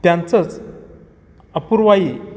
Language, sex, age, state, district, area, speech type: Marathi, male, 45-60, Maharashtra, Satara, urban, spontaneous